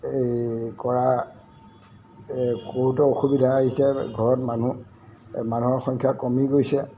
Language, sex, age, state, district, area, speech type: Assamese, male, 60+, Assam, Golaghat, urban, spontaneous